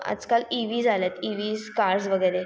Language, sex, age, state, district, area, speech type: Marathi, female, 18-30, Maharashtra, Mumbai Suburban, urban, spontaneous